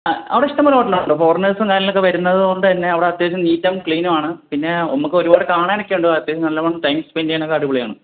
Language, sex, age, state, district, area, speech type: Malayalam, male, 18-30, Kerala, Kollam, rural, conversation